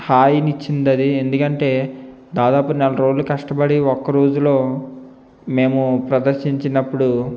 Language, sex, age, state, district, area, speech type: Telugu, male, 18-30, Andhra Pradesh, Eluru, urban, spontaneous